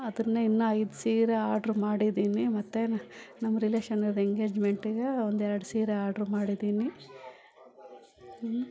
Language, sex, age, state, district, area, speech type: Kannada, female, 45-60, Karnataka, Bangalore Rural, rural, spontaneous